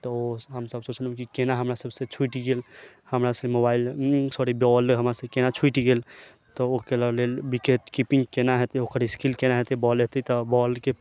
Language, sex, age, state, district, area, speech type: Maithili, male, 30-45, Bihar, Sitamarhi, rural, spontaneous